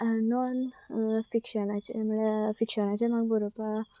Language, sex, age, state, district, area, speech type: Goan Konkani, female, 18-30, Goa, Sanguem, rural, spontaneous